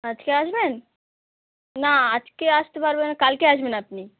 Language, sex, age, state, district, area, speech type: Bengali, female, 18-30, West Bengal, Dakshin Dinajpur, urban, conversation